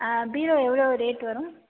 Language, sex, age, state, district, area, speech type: Tamil, female, 18-30, Tamil Nadu, Mayiladuthurai, urban, conversation